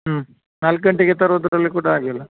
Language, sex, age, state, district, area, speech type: Kannada, male, 45-60, Karnataka, Udupi, rural, conversation